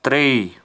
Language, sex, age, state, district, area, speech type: Kashmiri, male, 18-30, Jammu and Kashmir, Srinagar, urban, read